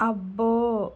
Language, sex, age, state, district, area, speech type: Telugu, female, 30-45, Andhra Pradesh, Kakinada, rural, read